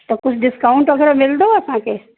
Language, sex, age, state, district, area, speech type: Sindhi, female, 30-45, Uttar Pradesh, Lucknow, urban, conversation